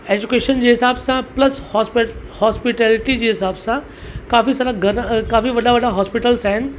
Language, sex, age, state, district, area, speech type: Sindhi, male, 30-45, Uttar Pradesh, Lucknow, rural, spontaneous